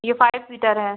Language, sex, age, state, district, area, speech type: Hindi, female, 45-60, Madhya Pradesh, Balaghat, rural, conversation